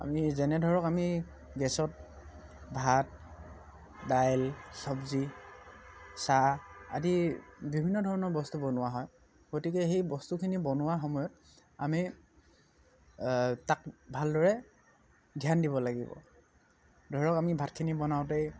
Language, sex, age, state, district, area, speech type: Assamese, male, 45-60, Assam, Dhemaji, rural, spontaneous